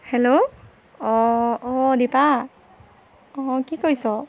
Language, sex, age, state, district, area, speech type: Assamese, female, 45-60, Assam, Jorhat, urban, spontaneous